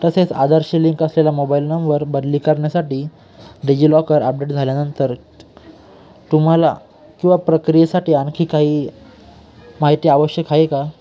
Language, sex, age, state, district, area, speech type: Marathi, male, 18-30, Maharashtra, Nashik, urban, spontaneous